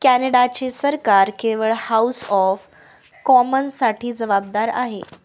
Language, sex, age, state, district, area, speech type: Marathi, female, 18-30, Maharashtra, Nanded, rural, read